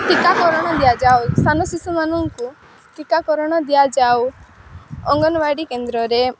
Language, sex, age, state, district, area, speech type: Odia, female, 18-30, Odisha, Rayagada, rural, spontaneous